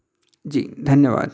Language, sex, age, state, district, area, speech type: Hindi, male, 30-45, Madhya Pradesh, Hoshangabad, urban, spontaneous